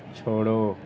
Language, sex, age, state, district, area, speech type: Hindi, male, 30-45, Uttar Pradesh, Azamgarh, rural, read